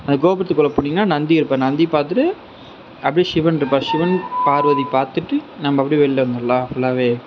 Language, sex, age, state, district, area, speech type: Tamil, male, 45-60, Tamil Nadu, Sivaganga, urban, spontaneous